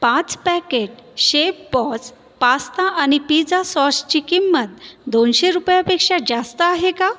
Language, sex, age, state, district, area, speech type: Marathi, female, 30-45, Maharashtra, Buldhana, urban, read